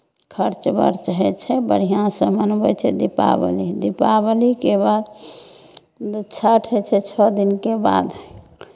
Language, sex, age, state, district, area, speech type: Maithili, female, 60+, Bihar, Madhepura, rural, spontaneous